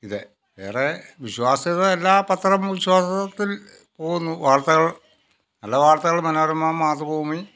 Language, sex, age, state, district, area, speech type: Malayalam, male, 60+, Kerala, Pathanamthitta, urban, spontaneous